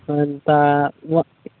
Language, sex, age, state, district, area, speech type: Telugu, male, 18-30, Telangana, Khammam, rural, conversation